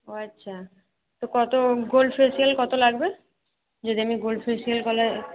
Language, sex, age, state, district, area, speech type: Bengali, female, 18-30, West Bengal, Hooghly, urban, conversation